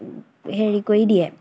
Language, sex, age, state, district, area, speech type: Assamese, female, 18-30, Assam, Majuli, urban, spontaneous